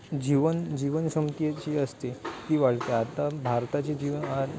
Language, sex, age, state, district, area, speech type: Marathi, male, 18-30, Maharashtra, Ratnagiri, rural, spontaneous